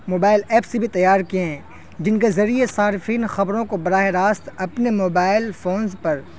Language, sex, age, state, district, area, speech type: Urdu, male, 18-30, Uttar Pradesh, Saharanpur, urban, spontaneous